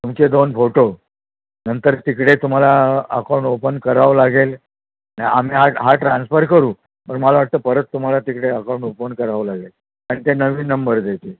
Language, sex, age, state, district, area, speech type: Marathi, male, 60+, Maharashtra, Thane, urban, conversation